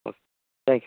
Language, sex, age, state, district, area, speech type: Kannada, male, 18-30, Karnataka, Shimoga, rural, conversation